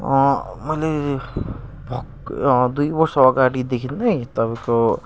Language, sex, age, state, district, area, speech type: Nepali, male, 18-30, West Bengal, Kalimpong, rural, spontaneous